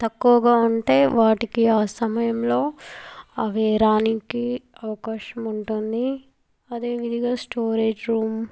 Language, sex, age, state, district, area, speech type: Telugu, female, 18-30, Telangana, Mancherial, rural, spontaneous